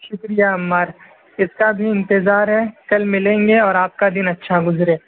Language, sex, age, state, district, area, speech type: Urdu, male, 60+, Maharashtra, Nashik, urban, conversation